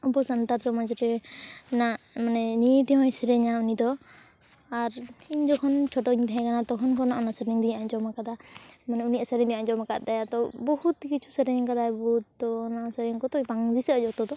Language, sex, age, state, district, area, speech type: Santali, female, 18-30, West Bengal, Purulia, rural, spontaneous